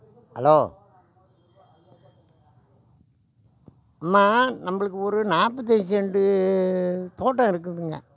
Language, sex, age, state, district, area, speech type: Tamil, male, 60+, Tamil Nadu, Tiruvannamalai, rural, spontaneous